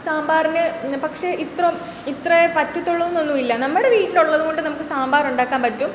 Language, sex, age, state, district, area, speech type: Malayalam, female, 18-30, Kerala, Kottayam, rural, spontaneous